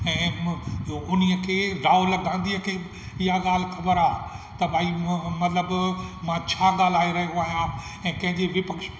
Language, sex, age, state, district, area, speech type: Sindhi, male, 60+, Rajasthan, Ajmer, urban, spontaneous